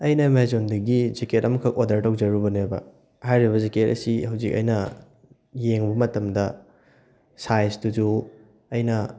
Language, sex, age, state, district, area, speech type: Manipuri, male, 18-30, Manipur, Thoubal, rural, spontaneous